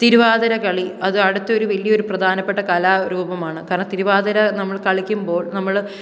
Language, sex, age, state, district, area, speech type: Malayalam, female, 18-30, Kerala, Pathanamthitta, rural, spontaneous